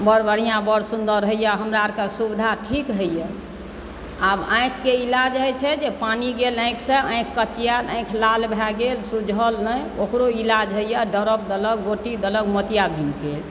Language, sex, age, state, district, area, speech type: Maithili, male, 60+, Bihar, Supaul, rural, spontaneous